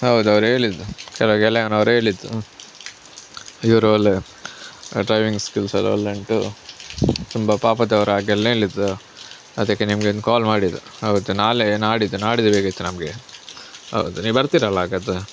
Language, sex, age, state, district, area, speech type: Kannada, male, 18-30, Karnataka, Chitradurga, rural, spontaneous